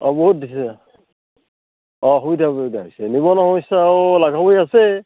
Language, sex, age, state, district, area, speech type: Assamese, male, 45-60, Assam, Barpeta, rural, conversation